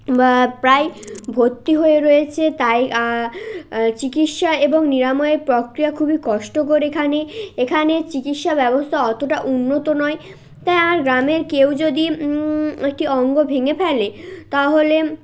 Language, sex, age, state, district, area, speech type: Bengali, male, 18-30, West Bengal, Jalpaiguri, rural, spontaneous